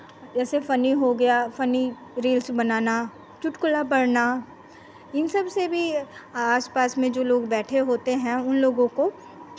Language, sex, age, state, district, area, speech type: Hindi, female, 30-45, Bihar, Begusarai, rural, spontaneous